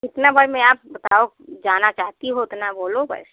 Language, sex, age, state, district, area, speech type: Hindi, female, 18-30, Uttar Pradesh, Prayagraj, rural, conversation